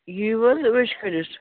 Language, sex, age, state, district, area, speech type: Kashmiri, female, 18-30, Jammu and Kashmir, Srinagar, urban, conversation